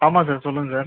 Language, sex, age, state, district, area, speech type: Tamil, male, 30-45, Tamil Nadu, Viluppuram, rural, conversation